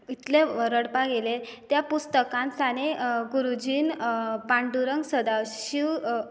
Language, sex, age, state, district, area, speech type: Goan Konkani, female, 18-30, Goa, Bardez, rural, spontaneous